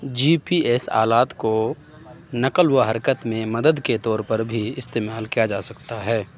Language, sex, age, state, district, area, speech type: Urdu, male, 30-45, Uttar Pradesh, Aligarh, rural, read